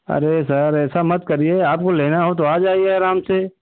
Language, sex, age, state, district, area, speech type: Hindi, male, 60+, Uttar Pradesh, Ayodhya, rural, conversation